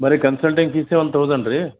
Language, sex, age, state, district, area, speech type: Kannada, male, 60+, Karnataka, Gulbarga, urban, conversation